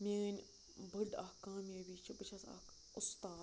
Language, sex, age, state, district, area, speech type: Kashmiri, female, 18-30, Jammu and Kashmir, Budgam, rural, spontaneous